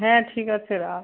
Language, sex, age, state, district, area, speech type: Bengali, female, 45-60, West Bengal, Hooghly, rural, conversation